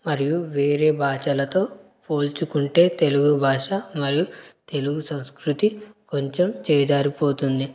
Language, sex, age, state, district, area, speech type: Telugu, male, 18-30, Telangana, Karimnagar, rural, spontaneous